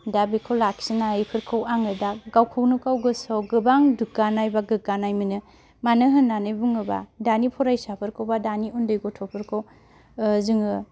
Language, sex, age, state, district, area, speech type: Bodo, female, 30-45, Assam, Kokrajhar, rural, spontaneous